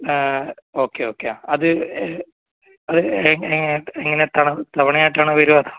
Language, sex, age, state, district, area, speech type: Malayalam, male, 18-30, Kerala, Kasaragod, rural, conversation